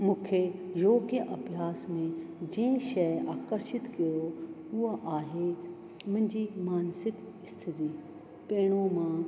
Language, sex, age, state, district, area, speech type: Sindhi, female, 45-60, Rajasthan, Ajmer, urban, spontaneous